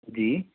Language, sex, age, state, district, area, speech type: Urdu, male, 30-45, Delhi, Central Delhi, urban, conversation